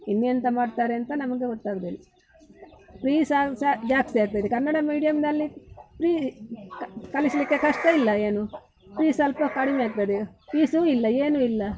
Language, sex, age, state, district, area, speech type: Kannada, female, 60+, Karnataka, Udupi, rural, spontaneous